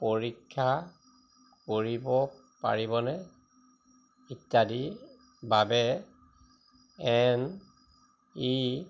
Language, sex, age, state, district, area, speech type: Assamese, male, 45-60, Assam, Majuli, rural, read